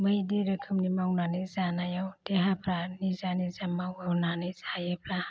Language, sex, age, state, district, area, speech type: Bodo, female, 45-60, Assam, Chirang, rural, spontaneous